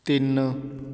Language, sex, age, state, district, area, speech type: Punjabi, male, 30-45, Punjab, Patiala, urban, read